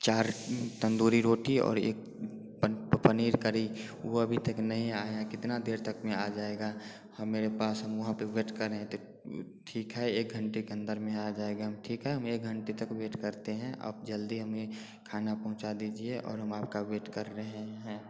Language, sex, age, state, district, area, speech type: Hindi, male, 18-30, Bihar, Darbhanga, rural, spontaneous